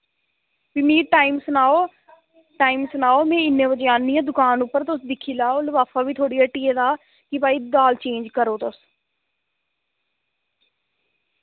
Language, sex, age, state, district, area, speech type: Dogri, female, 30-45, Jammu and Kashmir, Reasi, rural, conversation